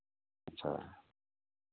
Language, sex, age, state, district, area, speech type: Hindi, male, 30-45, Rajasthan, Nagaur, rural, conversation